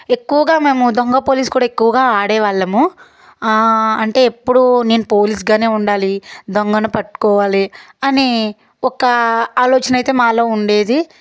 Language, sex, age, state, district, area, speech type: Telugu, female, 18-30, Andhra Pradesh, Palnadu, rural, spontaneous